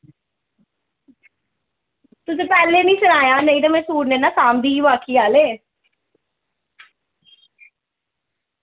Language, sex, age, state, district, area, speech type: Dogri, female, 18-30, Jammu and Kashmir, Udhampur, rural, conversation